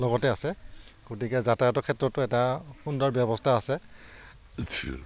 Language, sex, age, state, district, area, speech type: Assamese, male, 45-60, Assam, Udalguri, rural, spontaneous